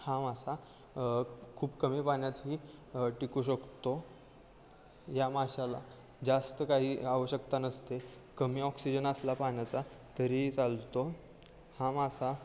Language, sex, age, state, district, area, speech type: Marathi, male, 18-30, Maharashtra, Ratnagiri, rural, spontaneous